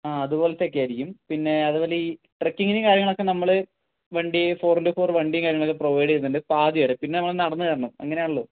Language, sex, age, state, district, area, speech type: Malayalam, male, 18-30, Kerala, Wayanad, rural, conversation